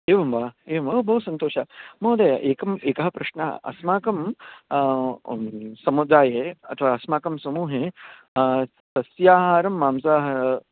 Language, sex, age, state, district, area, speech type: Sanskrit, male, 30-45, Karnataka, Bangalore Urban, urban, conversation